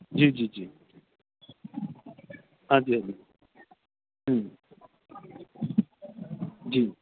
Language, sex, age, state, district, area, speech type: Punjabi, male, 30-45, Punjab, Bathinda, rural, conversation